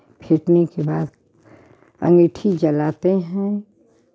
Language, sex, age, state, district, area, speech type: Hindi, female, 60+, Uttar Pradesh, Chandauli, urban, spontaneous